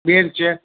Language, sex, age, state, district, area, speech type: Gujarati, male, 60+, Gujarat, Kheda, rural, conversation